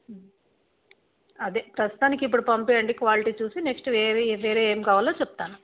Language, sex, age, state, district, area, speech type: Telugu, female, 45-60, Telangana, Peddapalli, urban, conversation